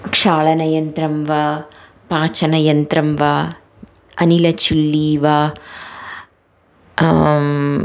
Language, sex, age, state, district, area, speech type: Sanskrit, female, 30-45, Karnataka, Bangalore Urban, urban, spontaneous